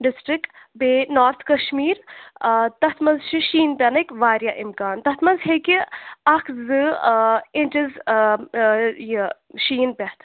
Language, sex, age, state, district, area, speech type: Kashmiri, female, 18-30, Jammu and Kashmir, Shopian, rural, conversation